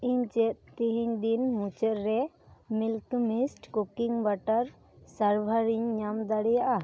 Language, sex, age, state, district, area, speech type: Santali, female, 18-30, West Bengal, Dakshin Dinajpur, rural, read